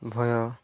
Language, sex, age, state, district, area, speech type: Odia, male, 30-45, Odisha, Koraput, urban, spontaneous